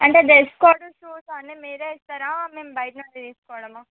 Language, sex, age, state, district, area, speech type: Telugu, female, 45-60, Andhra Pradesh, Visakhapatnam, urban, conversation